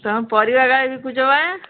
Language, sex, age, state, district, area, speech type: Odia, female, 45-60, Odisha, Angul, rural, conversation